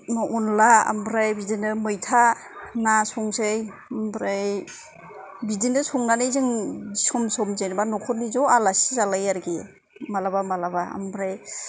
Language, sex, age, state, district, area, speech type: Bodo, female, 45-60, Assam, Kokrajhar, urban, spontaneous